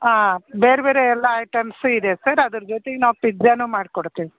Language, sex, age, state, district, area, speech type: Kannada, female, 45-60, Karnataka, Koppal, rural, conversation